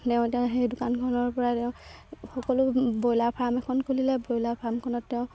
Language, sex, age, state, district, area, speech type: Assamese, female, 18-30, Assam, Sivasagar, rural, spontaneous